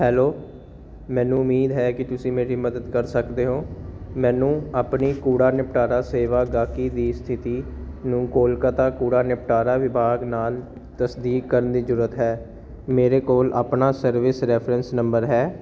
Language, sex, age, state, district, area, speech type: Punjabi, male, 18-30, Punjab, Jalandhar, urban, read